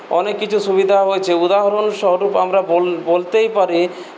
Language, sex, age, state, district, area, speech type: Bengali, male, 18-30, West Bengal, Purulia, rural, spontaneous